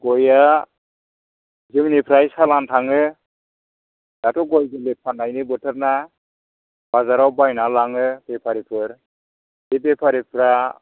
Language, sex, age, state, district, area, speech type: Bodo, male, 60+, Assam, Chirang, rural, conversation